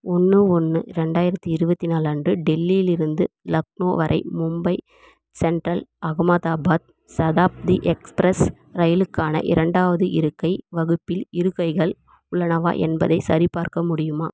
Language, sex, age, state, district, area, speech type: Tamil, female, 30-45, Tamil Nadu, Vellore, urban, read